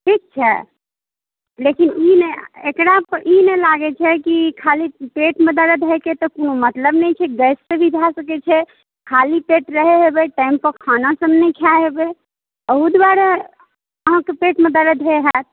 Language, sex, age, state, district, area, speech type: Maithili, female, 18-30, Bihar, Saharsa, rural, conversation